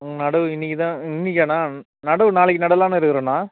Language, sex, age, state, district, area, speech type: Tamil, male, 30-45, Tamil Nadu, Chengalpattu, rural, conversation